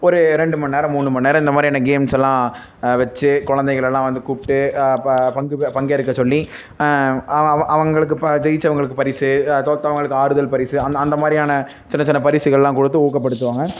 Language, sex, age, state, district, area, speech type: Tamil, male, 18-30, Tamil Nadu, Namakkal, rural, spontaneous